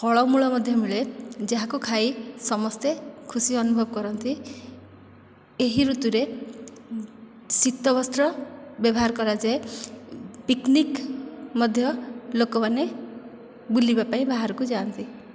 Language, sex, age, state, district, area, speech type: Odia, female, 30-45, Odisha, Dhenkanal, rural, spontaneous